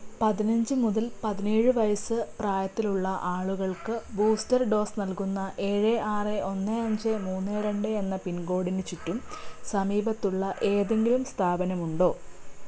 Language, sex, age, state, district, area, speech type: Malayalam, female, 18-30, Kerala, Kottayam, rural, read